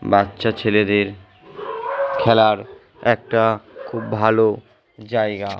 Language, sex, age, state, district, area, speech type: Bengali, male, 18-30, West Bengal, Purba Bardhaman, urban, spontaneous